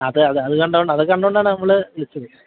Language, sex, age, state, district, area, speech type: Malayalam, male, 30-45, Kerala, Alappuzha, urban, conversation